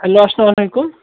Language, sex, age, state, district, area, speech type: Kashmiri, male, 18-30, Jammu and Kashmir, Kupwara, rural, conversation